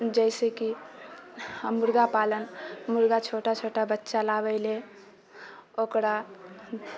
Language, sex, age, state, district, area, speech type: Maithili, female, 18-30, Bihar, Purnia, rural, spontaneous